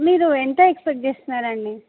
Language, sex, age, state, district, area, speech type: Telugu, female, 18-30, Telangana, Nagarkurnool, urban, conversation